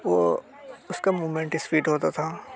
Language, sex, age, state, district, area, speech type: Hindi, male, 18-30, Bihar, Muzaffarpur, rural, spontaneous